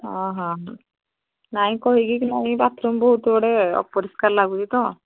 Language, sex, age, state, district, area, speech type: Odia, female, 60+, Odisha, Angul, rural, conversation